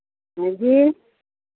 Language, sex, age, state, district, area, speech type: Hindi, female, 45-60, Bihar, Madhepura, rural, conversation